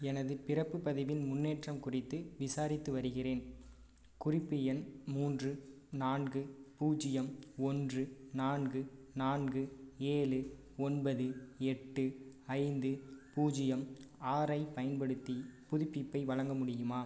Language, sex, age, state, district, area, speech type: Tamil, male, 18-30, Tamil Nadu, Perambalur, rural, read